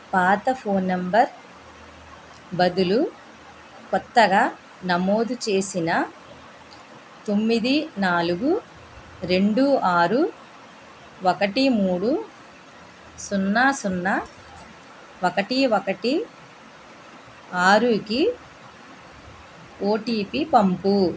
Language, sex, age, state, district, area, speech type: Telugu, female, 45-60, Andhra Pradesh, East Godavari, rural, read